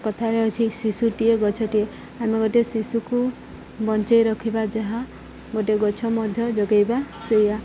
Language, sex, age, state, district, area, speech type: Odia, female, 30-45, Odisha, Subarnapur, urban, spontaneous